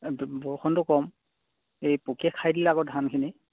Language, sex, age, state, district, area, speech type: Assamese, male, 18-30, Assam, Charaideo, rural, conversation